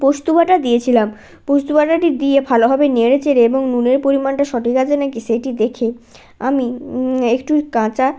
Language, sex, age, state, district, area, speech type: Bengali, female, 18-30, West Bengal, Bankura, urban, spontaneous